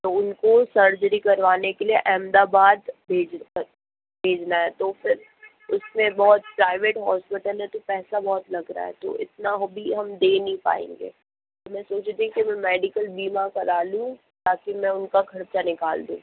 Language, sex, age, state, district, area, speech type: Hindi, female, 45-60, Rajasthan, Jodhpur, urban, conversation